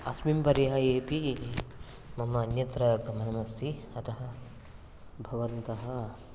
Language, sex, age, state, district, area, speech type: Sanskrit, male, 30-45, Kerala, Kannur, rural, spontaneous